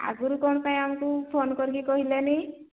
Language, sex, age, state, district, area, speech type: Odia, female, 45-60, Odisha, Angul, rural, conversation